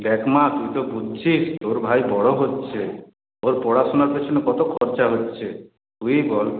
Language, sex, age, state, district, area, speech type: Bengali, male, 18-30, West Bengal, Purulia, urban, conversation